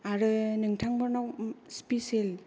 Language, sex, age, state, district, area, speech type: Bodo, female, 30-45, Assam, Kokrajhar, rural, spontaneous